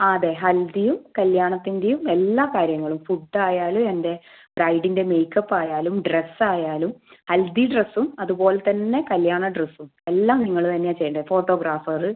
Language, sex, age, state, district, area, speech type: Malayalam, female, 30-45, Kerala, Kannur, rural, conversation